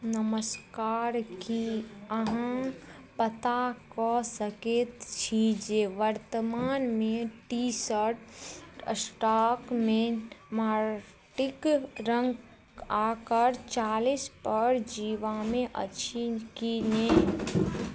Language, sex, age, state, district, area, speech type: Maithili, female, 18-30, Bihar, Araria, rural, read